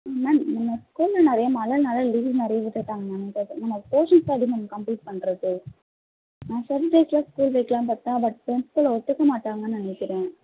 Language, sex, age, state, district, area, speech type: Tamil, female, 18-30, Tamil Nadu, Chennai, urban, conversation